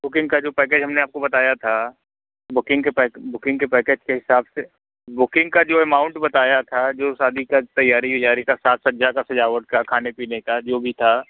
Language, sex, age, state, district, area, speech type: Hindi, male, 45-60, Uttar Pradesh, Mirzapur, urban, conversation